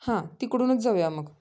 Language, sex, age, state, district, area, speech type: Marathi, female, 30-45, Maharashtra, Sangli, rural, spontaneous